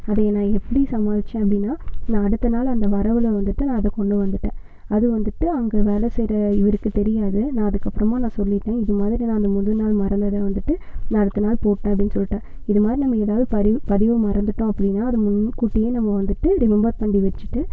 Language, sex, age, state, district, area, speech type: Tamil, female, 18-30, Tamil Nadu, Erode, rural, spontaneous